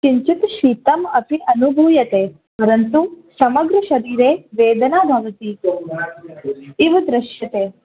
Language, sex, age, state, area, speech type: Sanskrit, female, 18-30, Rajasthan, urban, conversation